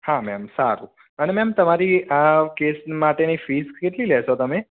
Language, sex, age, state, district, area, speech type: Gujarati, male, 30-45, Gujarat, Mehsana, rural, conversation